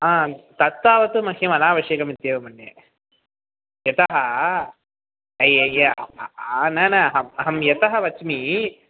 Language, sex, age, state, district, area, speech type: Sanskrit, male, 18-30, Tamil Nadu, Chennai, urban, conversation